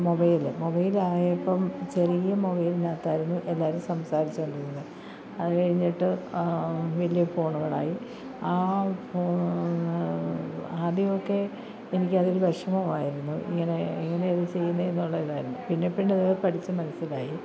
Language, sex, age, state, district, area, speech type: Malayalam, female, 60+, Kerala, Kollam, rural, spontaneous